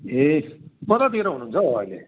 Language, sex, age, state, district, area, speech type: Nepali, male, 45-60, West Bengal, Kalimpong, rural, conversation